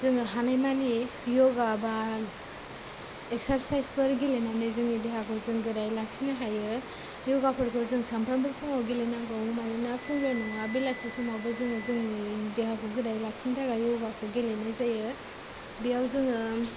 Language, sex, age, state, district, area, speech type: Bodo, female, 18-30, Assam, Kokrajhar, rural, spontaneous